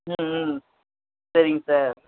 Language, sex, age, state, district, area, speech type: Tamil, male, 30-45, Tamil Nadu, Tiruvannamalai, urban, conversation